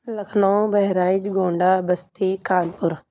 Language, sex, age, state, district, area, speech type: Urdu, female, 30-45, Uttar Pradesh, Lucknow, urban, spontaneous